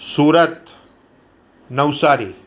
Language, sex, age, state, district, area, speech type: Gujarati, male, 60+, Gujarat, Surat, urban, spontaneous